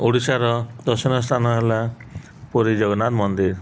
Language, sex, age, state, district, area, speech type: Odia, male, 30-45, Odisha, Subarnapur, urban, spontaneous